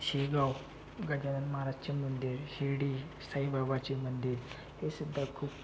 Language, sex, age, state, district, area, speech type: Marathi, male, 18-30, Maharashtra, Buldhana, urban, spontaneous